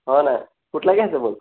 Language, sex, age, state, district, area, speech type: Marathi, male, 30-45, Maharashtra, Osmanabad, rural, conversation